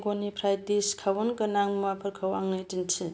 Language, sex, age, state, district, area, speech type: Bodo, female, 45-60, Assam, Kokrajhar, rural, read